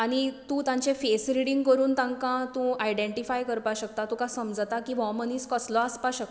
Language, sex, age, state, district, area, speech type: Goan Konkani, female, 30-45, Goa, Tiswadi, rural, spontaneous